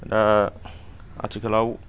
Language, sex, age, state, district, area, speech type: Bodo, male, 45-60, Assam, Kokrajhar, rural, spontaneous